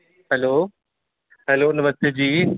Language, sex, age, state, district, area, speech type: Dogri, male, 30-45, Jammu and Kashmir, Reasi, urban, conversation